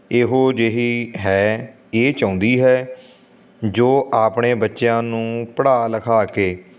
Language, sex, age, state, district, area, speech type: Punjabi, male, 30-45, Punjab, Fatehgarh Sahib, urban, spontaneous